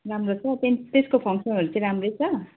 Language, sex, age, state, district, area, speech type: Nepali, female, 45-60, West Bengal, Darjeeling, rural, conversation